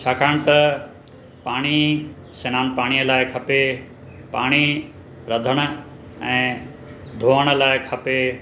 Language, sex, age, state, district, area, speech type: Sindhi, male, 60+, Maharashtra, Mumbai Suburban, urban, spontaneous